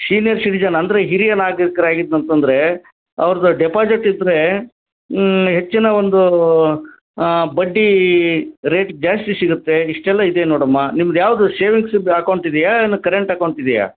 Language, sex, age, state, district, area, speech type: Kannada, male, 60+, Karnataka, Koppal, rural, conversation